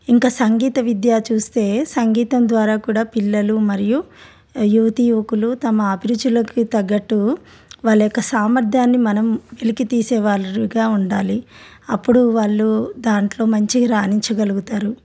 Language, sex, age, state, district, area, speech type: Telugu, female, 30-45, Telangana, Ranga Reddy, urban, spontaneous